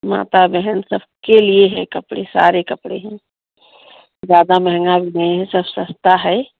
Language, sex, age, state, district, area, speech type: Hindi, female, 30-45, Uttar Pradesh, Jaunpur, rural, conversation